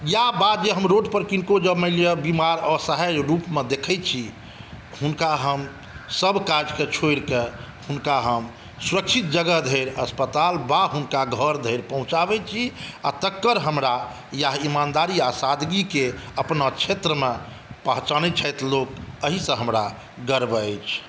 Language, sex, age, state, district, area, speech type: Maithili, male, 45-60, Bihar, Saharsa, rural, spontaneous